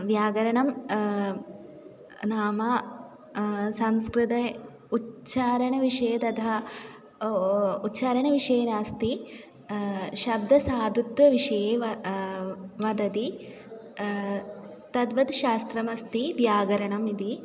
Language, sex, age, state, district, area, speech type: Sanskrit, female, 18-30, Kerala, Malappuram, urban, spontaneous